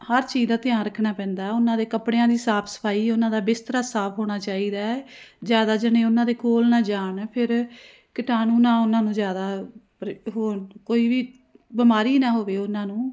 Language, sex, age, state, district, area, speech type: Punjabi, female, 45-60, Punjab, Jalandhar, urban, spontaneous